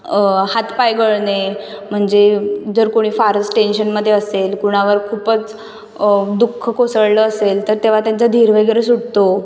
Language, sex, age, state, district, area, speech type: Marathi, female, 18-30, Maharashtra, Mumbai City, urban, spontaneous